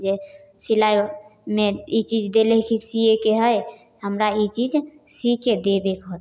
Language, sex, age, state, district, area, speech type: Maithili, female, 18-30, Bihar, Samastipur, rural, spontaneous